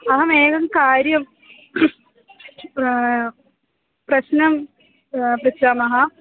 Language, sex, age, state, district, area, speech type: Sanskrit, female, 18-30, Kerala, Thrissur, rural, conversation